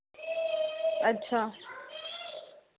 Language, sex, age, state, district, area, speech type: Hindi, female, 30-45, Madhya Pradesh, Chhindwara, urban, conversation